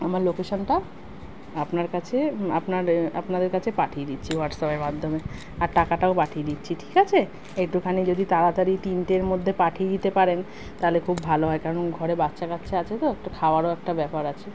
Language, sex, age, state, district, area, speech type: Bengali, female, 30-45, West Bengal, Kolkata, urban, spontaneous